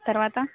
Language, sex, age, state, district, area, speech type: Telugu, female, 18-30, Andhra Pradesh, Sri Balaji, urban, conversation